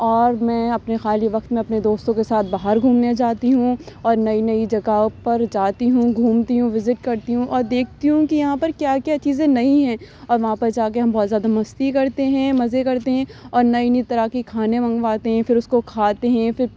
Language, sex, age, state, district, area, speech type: Urdu, female, 18-30, Uttar Pradesh, Aligarh, urban, spontaneous